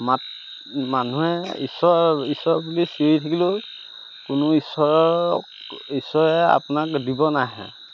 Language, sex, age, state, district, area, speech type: Assamese, male, 30-45, Assam, Majuli, urban, spontaneous